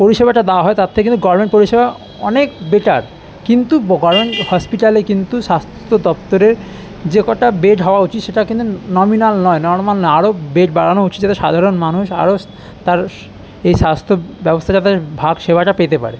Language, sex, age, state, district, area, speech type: Bengali, male, 30-45, West Bengal, Kolkata, urban, spontaneous